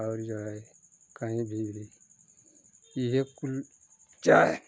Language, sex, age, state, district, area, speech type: Hindi, male, 60+, Uttar Pradesh, Ghazipur, rural, spontaneous